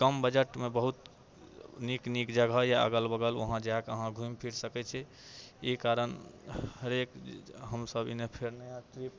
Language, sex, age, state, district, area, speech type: Maithili, male, 60+, Bihar, Purnia, urban, spontaneous